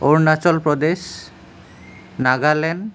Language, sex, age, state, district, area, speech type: Assamese, male, 30-45, Assam, Nalbari, urban, spontaneous